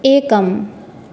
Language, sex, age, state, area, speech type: Sanskrit, female, 18-30, Tripura, rural, read